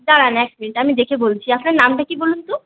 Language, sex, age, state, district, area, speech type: Bengali, female, 30-45, West Bengal, Purulia, rural, conversation